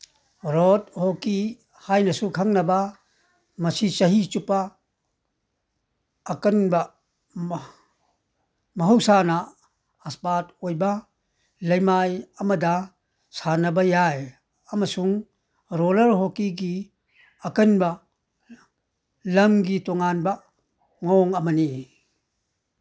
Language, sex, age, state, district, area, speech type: Manipuri, male, 60+, Manipur, Churachandpur, rural, read